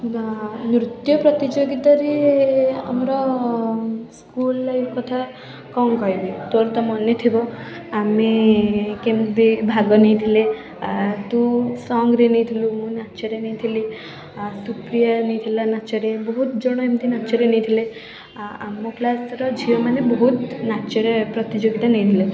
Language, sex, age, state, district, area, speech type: Odia, female, 18-30, Odisha, Puri, urban, spontaneous